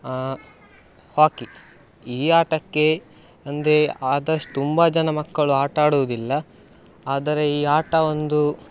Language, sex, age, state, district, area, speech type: Kannada, male, 18-30, Karnataka, Dakshina Kannada, rural, spontaneous